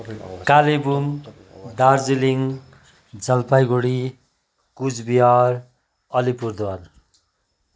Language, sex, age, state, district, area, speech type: Nepali, male, 45-60, West Bengal, Kalimpong, rural, spontaneous